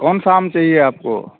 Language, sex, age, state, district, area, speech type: Hindi, male, 30-45, Bihar, Samastipur, urban, conversation